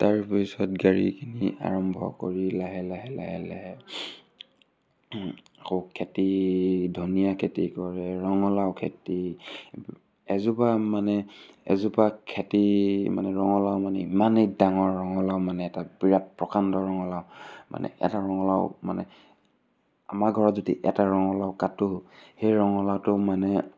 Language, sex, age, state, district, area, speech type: Assamese, male, 18-30, Assam, Sivasagar, rural, spontaneous